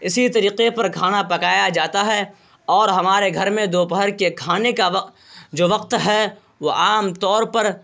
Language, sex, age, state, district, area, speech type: Urdu, male, 18-30, Bihar, Purnia, rural, spontaneous